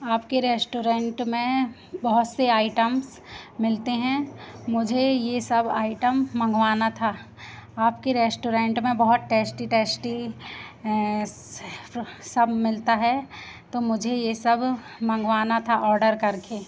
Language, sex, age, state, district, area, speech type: Hindi, female, 18-30, Madhya Pradesh, Seoni, urban, spontaneous